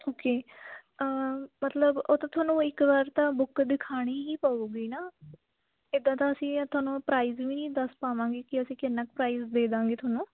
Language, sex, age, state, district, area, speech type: Punjabi, female, 18-30, Punjab, Sangrur, urban, conversation